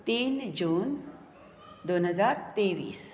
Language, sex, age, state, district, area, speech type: Goan Konkani, female, 45-60, Goa, Bardez, rural, spontaneous